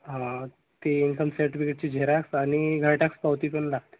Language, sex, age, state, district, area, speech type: Marathi, male, 18-30, Maharashtra, Gadchiroli, rural, conversation